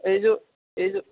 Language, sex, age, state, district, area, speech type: Assamese, male, 30-45, Assam, Darrang, rural, conversation